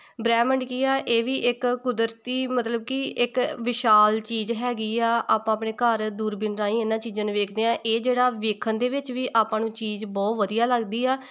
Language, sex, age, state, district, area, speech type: Punjabi, female, 18-30, Punjab, Tarn Taran, rural, spontaneous